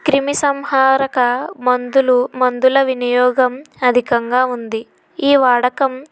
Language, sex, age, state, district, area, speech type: Telugu, female, 60+, Andhra Pradesh, Kakinada, rural, spontaneous